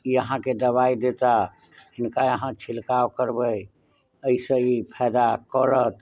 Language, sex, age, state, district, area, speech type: Maithili, male, 60+, Bihar, Muzaffarpur, rural, spontaneous